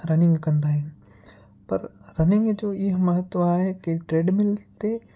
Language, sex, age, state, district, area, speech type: Sindhi, male, 30-45, Gujarat, Kutch, urban, spontaneous